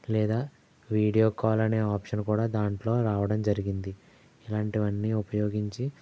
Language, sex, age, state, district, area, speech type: Telugu, male, 60+, Andhra Pradesh, Konaseema, urban, spontaneous